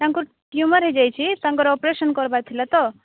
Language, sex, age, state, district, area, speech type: Odia, female, 18-30, Odisha, Nabarangpur, urban, conversation